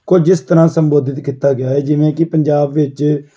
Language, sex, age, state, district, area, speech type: Punjabi, male, 18-30, Punjab, Amritsar, urban, spontaneous